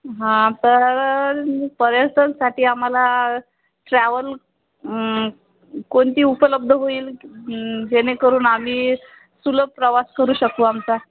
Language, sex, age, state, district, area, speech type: Marathi, female, 18-30, Maharashtra, Akola, rural, conversation